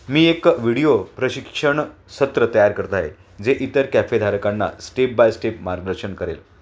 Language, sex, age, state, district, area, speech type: Marathi, male, 45-60, Maharashtra, Thane, rural, spontaneous